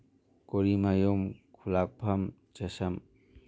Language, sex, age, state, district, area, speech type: Manipuri, male, 30-45, Manipur, Imphal East, rural, spontaneous